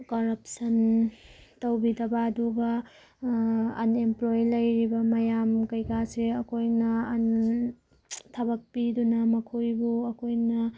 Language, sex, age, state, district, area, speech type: Manipuri, female, 30-45, Manipur, Tengnoupal, rural, spontaneous